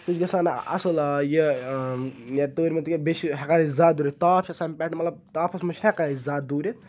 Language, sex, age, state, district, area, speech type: Kashmiri, male, 18-30, Jammu and Kashmir, Ganderbal, rural, spontaneous